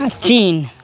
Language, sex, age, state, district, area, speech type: Maithili, female, 45-60, Bihar, Samastipur, urban, spontaneous